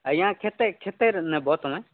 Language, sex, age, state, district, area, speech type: Odia, male, 30-45, Odisha, Nabarangpur, urban, conversation